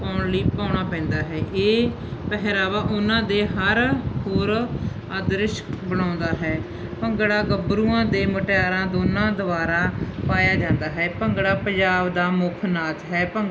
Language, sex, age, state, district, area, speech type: Punjabi, female, 30-45, Punjab, Mansa, rural, spontaneous